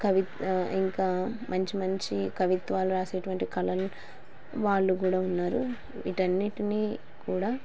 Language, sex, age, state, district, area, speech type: Telugu, female, 30-45, Andhra Pradesh, Kurnool, rural, spontaneous